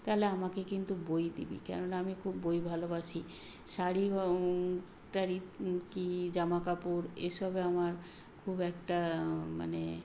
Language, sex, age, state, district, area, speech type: Bengali, female, 60+, West Bengal, Nadia, rural, spontaneous